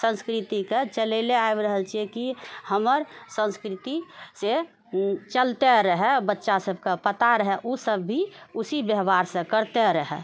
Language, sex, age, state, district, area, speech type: Maithili, female, 45-60, Bihar, Purnia, rural, spontaneous